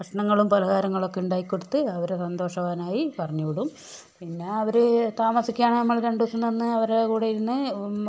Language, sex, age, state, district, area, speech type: Malayalam, female, 60+, Kerala, Wayanad, rural, spontaneous